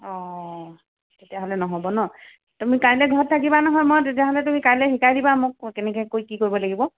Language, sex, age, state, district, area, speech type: Assamese, female, 45-60, Assam, Charaideo, urban, conversation